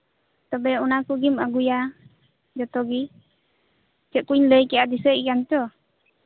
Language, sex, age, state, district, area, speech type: Santali, female, 18-30, West Bengal, Birbhum, rural, conversation